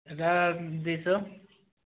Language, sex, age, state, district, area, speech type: Odia, male, 18-30, Odisha, Mayurbhanj, rural, conversation